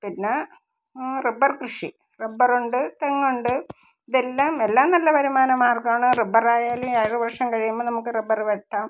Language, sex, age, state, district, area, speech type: Malayalam, female, 45-60, Kerala, Thiruvananthapuram, rural, spontaneous